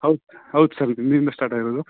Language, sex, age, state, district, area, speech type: Kannada, male, 18-30, Karnataka, Chikkamagaluru, rural, conversation